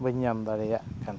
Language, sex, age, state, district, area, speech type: Santali, male, 45-60, Odisha, Mayurbhanj, rural, spontaneous